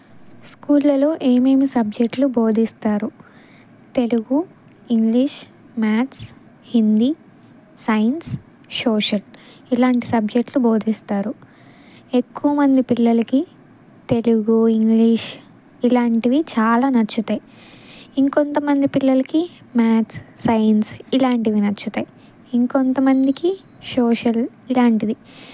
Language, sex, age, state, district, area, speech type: Telugu, female, 18-30, Andhra Pradesh, Bapatla, rural, spontaneous